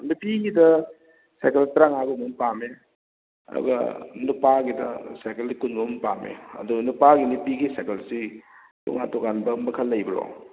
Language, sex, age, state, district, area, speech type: Manipuri, male, 30-45, Manipur, Kakching, rural, conversation